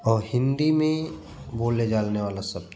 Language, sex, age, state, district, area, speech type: Hindi, male, 18-30, Uttar Pradesh, Prayagraj, rural, spontaneous